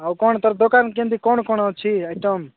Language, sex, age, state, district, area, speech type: Odia, male, 45-60, Odisha, Nabarangpur, rural, conversation